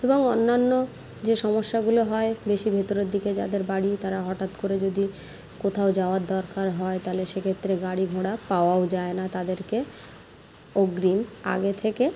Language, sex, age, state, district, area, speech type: Bengali, female, 30-45, West Bengal, Jhargram, rural, spontaneous